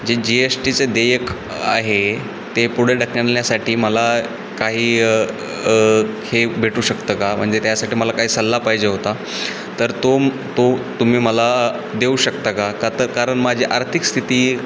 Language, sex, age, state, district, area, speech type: Marathi, male, 18-30, Maharashtra, Ratnagiri, rural, spontaneous